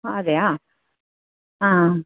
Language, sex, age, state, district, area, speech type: Malayalam, female, 45-60, Kerala, Kasaragod, rural, conversation